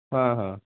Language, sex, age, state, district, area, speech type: Hindi, male, 18-30, Uttar Pradesh, Varanasi, rural, conversation